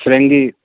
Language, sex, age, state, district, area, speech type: Urdu, male, 30-45, Delhi, East Delhi, urban, conversation